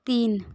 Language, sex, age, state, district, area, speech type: Marathi, female, 18-30, Maharashtra, Yavatmal, rural, read